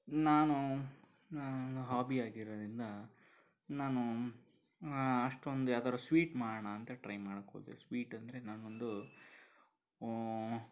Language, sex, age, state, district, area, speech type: Kannada, male, 45-60, Karnataka, Bangalore Urban, urban, spontaneous